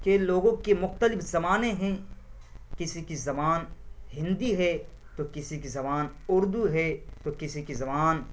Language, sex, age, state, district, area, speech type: Urdu, male, 18-30, Bihar, Purnia, rural, spontaneous